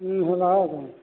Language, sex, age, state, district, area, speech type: Odia, male, 60+, Odisha, Nayagarh, rural, conversation